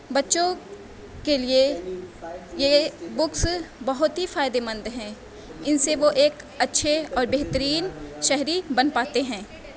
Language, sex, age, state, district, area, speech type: Urdu, female, 18-30, Uttar Pradesh, Mau, urban, spontaneous